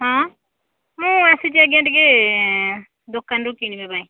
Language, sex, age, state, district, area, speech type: Odia, female, 30-45, Odisha, Nayagarh, rural, conversation